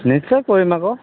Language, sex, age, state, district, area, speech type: Assamese, male, 45-60, Assam, Golaghat, urban, conversation